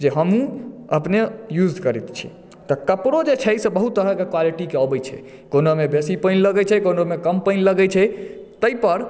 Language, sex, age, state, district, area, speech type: Maithili, male, 30-45, Bihar, Madhubani, urban, spontaneous